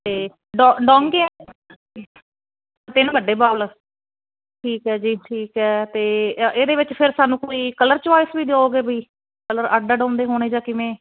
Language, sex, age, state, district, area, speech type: Punjabi, female, 45-60, Punjab, Fazilka, rural, conversation